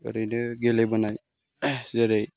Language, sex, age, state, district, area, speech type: Bodo, male, 18-30, Assam, Udalguri, urban, spontaneous